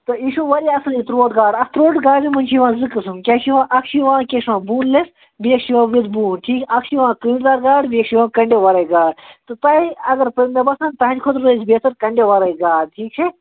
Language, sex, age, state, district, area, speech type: Kashmiri, male, 30-45, Jammu and Kashmir, Ganderbal, rural, conversation